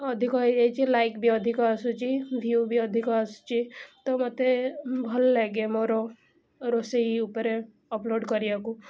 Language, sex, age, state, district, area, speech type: Odia, female, 18-30, Odisha, Cuttack, urban, spontaneous